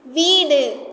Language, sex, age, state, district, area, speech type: Tamil, female, 30-45, Tamil Nadu, Cuddalore, rural, read